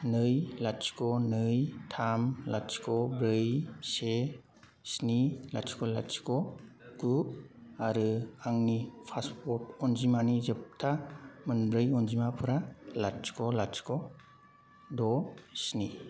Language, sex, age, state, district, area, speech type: Bodo, male, 18-30, Assam, Kokrajhar, rural, read